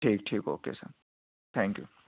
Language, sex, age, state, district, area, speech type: Urdu, male, 18-30, Uttar Pradesh, Ghaziabad, urban, conversation